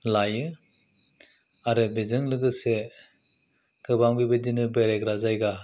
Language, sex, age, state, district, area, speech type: Bodo, male, 30-45, Assam, Chirang, rural, spontaneous